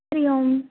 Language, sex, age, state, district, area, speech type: Sanskrit, female, 18-30, Tamil Nadu, Kanchipuram, urban, conversation